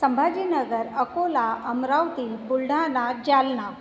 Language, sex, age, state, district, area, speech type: Marathi, female, 30-45, Maharashtra, Buldhana, urban, spontaneous